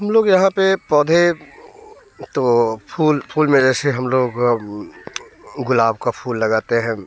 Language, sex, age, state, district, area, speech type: Hindi, male, 30-45, Bihar, Muzaffarpur, rural, spontaneous